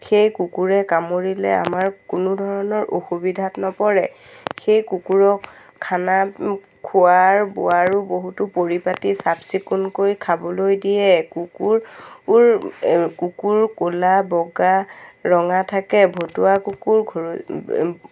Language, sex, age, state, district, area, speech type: Assamese, female, 30-45, Assam, Biswanath, rural, spontaneous